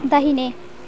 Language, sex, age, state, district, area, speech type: Nepali, female, 18-30, West Bengal, Darjeeling, rural, read